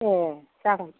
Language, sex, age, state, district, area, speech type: Bodo, female, 60+, Assam, Kokrajhar, urban, conversation